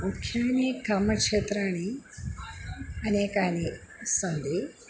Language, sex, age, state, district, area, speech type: Sanskrit, female, 60+, Kerala, Kannur, urban, spontaneous